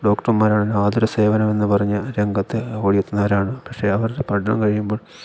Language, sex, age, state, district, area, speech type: Malayalam, male, 30-45, Kerala, Idukki, rural, spontaneous